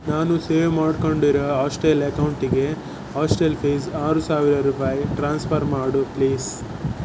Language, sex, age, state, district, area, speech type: Kannada, male, 18-30, Karnataka, Shimoga, rural, read